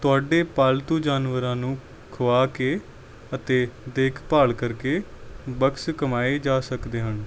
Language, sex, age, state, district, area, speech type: Punjabi, male, 18-30, Punjab, Mansa, urban, read